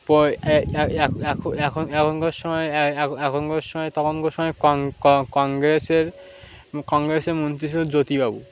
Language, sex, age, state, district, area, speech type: Bengali, male, 18-30, West Bengal, Birbhum, urban, spontaneous